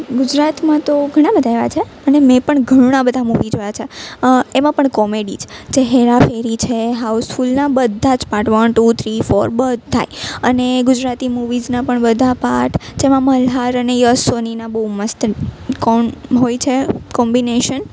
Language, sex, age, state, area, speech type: Gujarati, female, 18-30, Gujarat, urban, spontaneous